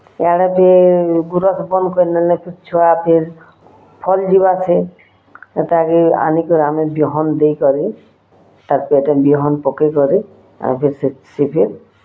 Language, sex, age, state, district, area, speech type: Odia, female, 45-60, Odisha, Bargarh, rural, spontaneous